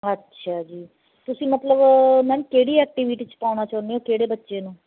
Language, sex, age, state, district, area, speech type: Punjabi, female, 30-45, Punjab, Bathinda, rural, conversation